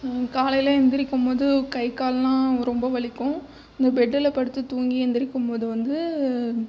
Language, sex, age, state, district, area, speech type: Tamil, female, 18-30, Tamil Nadu, Tiruchirappalli, rural, spontaneous